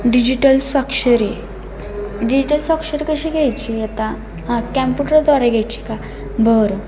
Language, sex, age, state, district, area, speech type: Marathi, female, 18-30, Maharashtra, Satara, urban, spontaneous